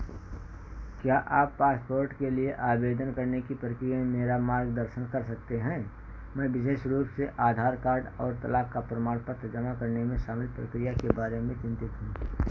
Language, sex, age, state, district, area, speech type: Hindi, male, 60+, Uttar Pradesh, Ayodhya, urban, read